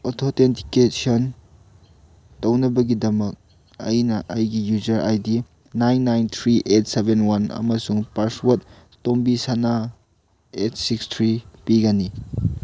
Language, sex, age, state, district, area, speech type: Manipuri, male, 18-30, Manipur, Churachandpur, rural, read